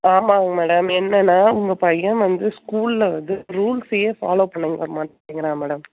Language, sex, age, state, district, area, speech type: Tamil, female, 30-45, Tamil Nadu, Theni, rural, conversation